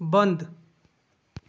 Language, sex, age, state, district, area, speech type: Hindi, male, 18-30, Uttar Pradesh, Ghazipur, rural, read